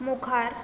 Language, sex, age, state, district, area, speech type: Goan Konkani, female, 18-30, Goa, Bardez, rural, read